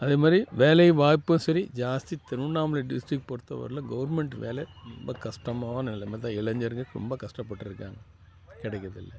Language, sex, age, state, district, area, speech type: Tamil, male, 60+, Tamil Nadu, Tiruvannamalai, rural, spontaneous